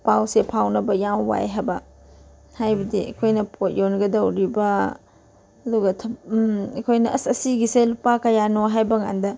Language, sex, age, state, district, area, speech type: Manipuri, female, 30-45, Manipur, Chandel, rural, spontaneous